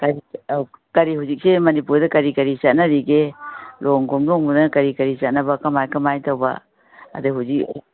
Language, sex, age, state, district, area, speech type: Manipuri, female, 60+, Manipur, Kangpokpi, urban, conversation